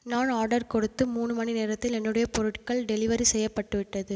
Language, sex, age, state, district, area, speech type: Tamil, female, 30-45, Tamil Nadu, Ariyalur, rural, read